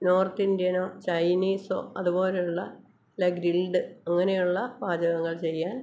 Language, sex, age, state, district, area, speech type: Malayalam, female, 45-60, Kerala, Kottayam, rural, spontaneous